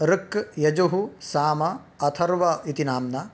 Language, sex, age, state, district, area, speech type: Sanskrit, male, 18-30, Karnataka, Uttara Kannada, rural, spontaneous